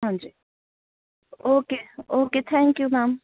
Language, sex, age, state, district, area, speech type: Punjabi, female, 18-30, Punjab, Patiala, rural, conversation